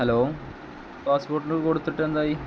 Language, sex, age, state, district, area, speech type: Malayalam, male, 18-30, Kerala, Malappuram, rural, spontaneous